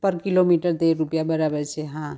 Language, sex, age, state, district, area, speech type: Gujarati, female, 45-60, Gujarat, Surat, urban, spontaneous